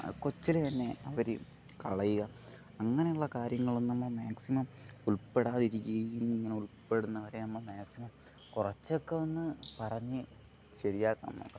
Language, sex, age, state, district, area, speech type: Malayalam, male, 18-30, Kerala, Thiruvananthapuram, rural, spontaneous